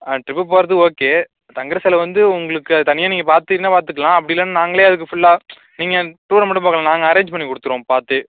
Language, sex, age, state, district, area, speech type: Tamil, male, 18-30, Tamil Nadu, Nagapattinam, rural, conversation